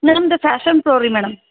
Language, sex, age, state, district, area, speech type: Kannada, female, 30-45, Karnataka, Dharwad, rural, conversation